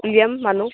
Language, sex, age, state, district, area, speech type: Assamese, female, 18-30, Assam, Dibrugarh, rural, conversation